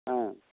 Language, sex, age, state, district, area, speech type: Tamil, male, 45-60, Tamil Nadu, Nilgiris, rural, conversation